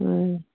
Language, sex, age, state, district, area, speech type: Manipuri, female, 18-30, Manipur, Kangpokpi, urban, conversation